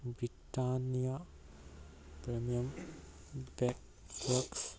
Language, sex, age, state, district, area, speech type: Manipuri, male, 18-30, Manipur, Kangpokpi, urban, read